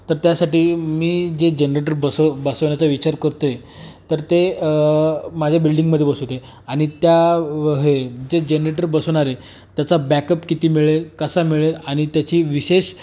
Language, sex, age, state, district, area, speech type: Marathi, male, 18-30, Maharashtra, Jalna, rural, spontaneous